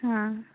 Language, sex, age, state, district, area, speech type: Hindi, female, 18-30, Madhya Pradesh, Gwalior, rural, conversation